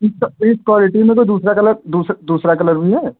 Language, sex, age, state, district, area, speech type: Hindi, male, 45-60, Uttar Pradesh, Sitapur, rural, conversation